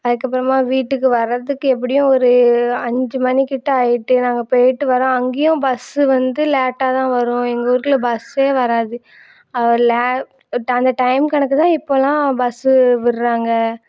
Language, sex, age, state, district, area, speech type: Tamil, female, 18-30, Tamil Nadu, Thoothukudi, urban, spontaneous